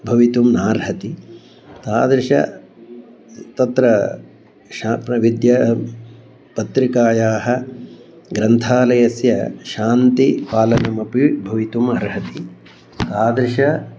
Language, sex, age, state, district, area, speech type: Sanskrit, male, 60+, Karnataka, Bangalore Urban, urban, spontaneous